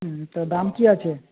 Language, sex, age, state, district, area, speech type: Bengali, male, 30-45, West Bengal, Uttar Dinajpur, urban, conversation